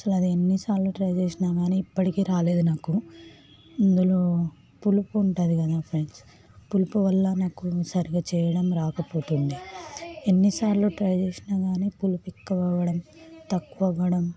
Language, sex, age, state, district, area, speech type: Telugu, female, 18-30, Telangana, Hyderabad, urban, spontaneous